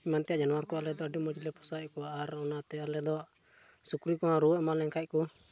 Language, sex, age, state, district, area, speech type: Santali, male, 18-30, Jharkhand, Pakur, rural, spontaneous